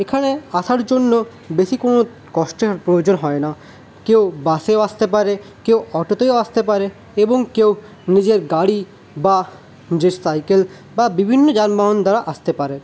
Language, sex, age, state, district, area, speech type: Bengali, male, 18-30, West Bengal, Paschim Bardhaman, rural, spontaneous